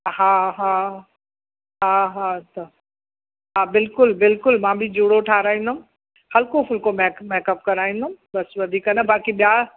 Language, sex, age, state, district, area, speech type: Sindhi, female, 60+, Uttar Pradesh, Lucknow, rural, conversation